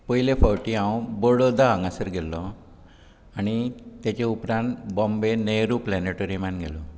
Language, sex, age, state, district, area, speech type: Goan Konkani, male, 60+, Goa, Bardez, rural, spontaneous